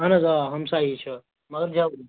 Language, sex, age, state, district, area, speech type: Kashmiri, male, 18-30, Jammu and Kashmir, Bandipora, urban, conversation